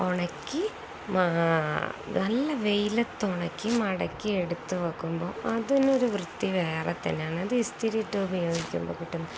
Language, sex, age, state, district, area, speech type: Malayalam, female, 30-45, Kerala, Kozhikode, rural, spontaneous